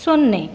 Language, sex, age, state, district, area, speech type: Kannada, male, 30-45, Karnataka, Bangalore Rural, rural, read